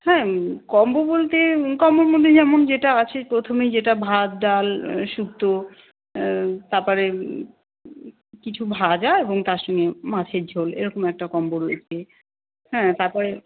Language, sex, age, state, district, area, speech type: Bengali, female, 30-45, West Bengal, Darjeeling, urban, conversation